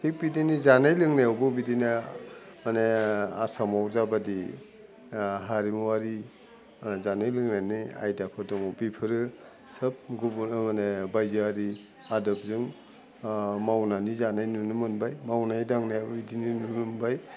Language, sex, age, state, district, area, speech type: Bodo, male, 60+, Assam, Udalguri, urban, spontaneous